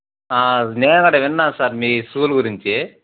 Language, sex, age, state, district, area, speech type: Telugu, male, 45-60, Andhra Pradesh, Sri Balaji, rural, conversation